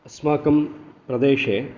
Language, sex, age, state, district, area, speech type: Sanskrit, male, 30-45, Karnataka, Shimoga, rural, spontaneous